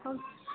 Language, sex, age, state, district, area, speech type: Maithili, female, 60+, Bihar, Purnia, rural, conversation